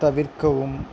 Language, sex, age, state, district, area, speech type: Tamil, male, 30-45, Tamil Nadu, Sivaganga, rural, read